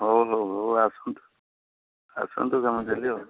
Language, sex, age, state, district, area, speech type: Odia, male, 45-60, Odisha, Balasore, rural, conversation